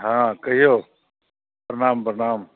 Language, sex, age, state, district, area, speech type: Maithili, male, 45-60, Bihar, Muzaffarpur, rural, conversation